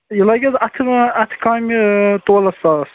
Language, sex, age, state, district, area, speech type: Kashmiri, male, 18-30, Jammu and Kashmir, Srinagar, urban, conversation